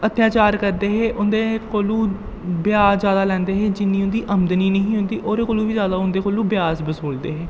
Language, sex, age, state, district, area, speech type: Dogri, male, 18-30, Jammu and Kashmir, Jammu, rural, spontaneous